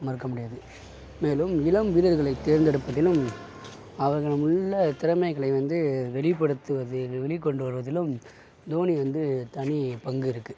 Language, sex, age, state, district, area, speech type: Tamil, male, 60+, Tamil Nadu, Mayiladuthurai, rural, spontaneous